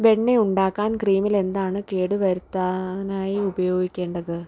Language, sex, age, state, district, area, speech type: Malayalam, female, 18-30, Kerala, Alappuzha, rural, read